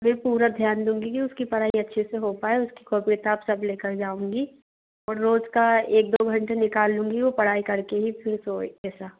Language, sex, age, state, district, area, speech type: Hindi, female, 60+, Madhya Pradesh, Bhopal, urban, conversation